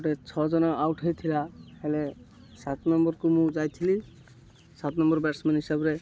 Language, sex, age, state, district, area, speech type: Odia, male, 30-45, Odisha, Malkangiri, urban, spontaneous